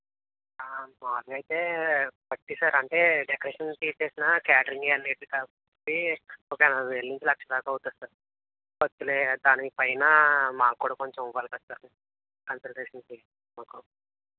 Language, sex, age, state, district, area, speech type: Telugu, male, 30-45, Andhra Pradesh, East Godavari, urban, conversation